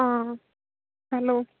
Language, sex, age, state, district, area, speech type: Telugu, female, 18-30, Andhra Pradesh, Nellore, rural, conversation